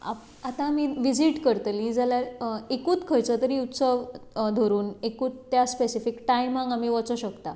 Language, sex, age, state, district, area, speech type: Goan Konkani, female, 30-45, Goa, Tiswadi, rural, spontaneous